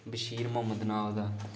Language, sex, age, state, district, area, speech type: Dogri, male, 18-30, Jammu and Kashmir, Udhampur, rural, spontaneous